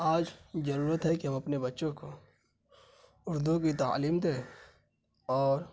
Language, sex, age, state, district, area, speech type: Urdu, male, 18-30, Bihar, Saharsa, rural, spontaneous